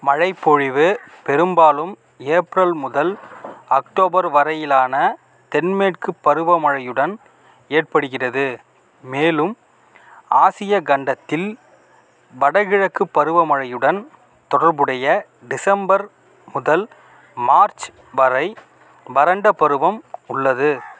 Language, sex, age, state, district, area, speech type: Tamil, male, 45-60, Tamil Nadu, Mayiladuthurai, rural, read